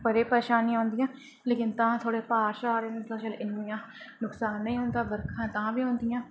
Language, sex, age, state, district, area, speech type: Dogri, female, 30-45, Jammu and Kashmir, Reasi, rural, spontaneous